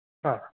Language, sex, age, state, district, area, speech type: Malayalam, male, 18-30, Kerala, Idukki, rural, conversation